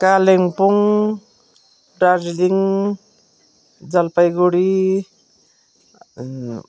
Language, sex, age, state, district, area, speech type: Nepali, female, 60+, West Bengal, Darjeeling, rural, spontaneous